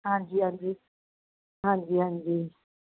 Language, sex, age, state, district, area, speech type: Punjabi, female, 45-60, Punjab, Mohali, urban, conversation